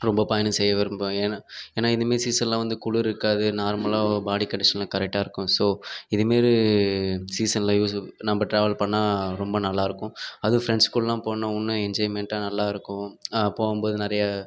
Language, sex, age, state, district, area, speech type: Tamil, male, 30-45, Tamil Nadu, Viluppuram, urban, spontaneous